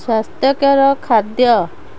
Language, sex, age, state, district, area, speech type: Odia, female, 45-60, Odisha, Cuttack, urban, read